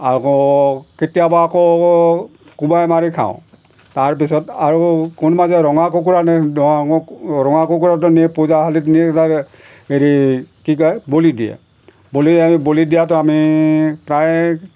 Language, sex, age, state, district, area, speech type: Assamese, male, 60+, Assam, Golaghat, rural, spontaneous